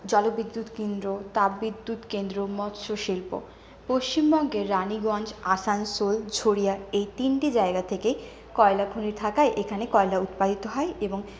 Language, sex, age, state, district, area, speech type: Bengali, female, 30-45, West Bengal, Purulia, urban, spontaneous